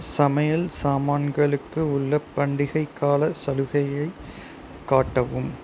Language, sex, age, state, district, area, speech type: Tamil, male, 30-45, Tamil Nadu, Sivaganga, rural, read